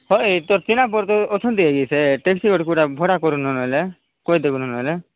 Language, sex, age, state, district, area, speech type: Odia, male, 30-45, Odisha, Koraput, urban, conversation